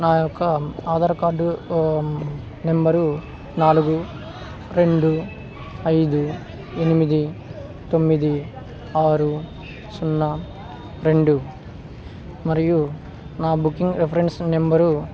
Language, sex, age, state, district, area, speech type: Telugu, male, 18-30, Telangana, Khammam, urban, spontaneous